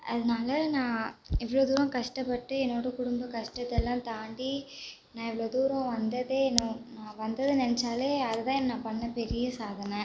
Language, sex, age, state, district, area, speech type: Tamil, female, 18-30, Tamil Nadu, Tiruchirappalli, rural, spontaneous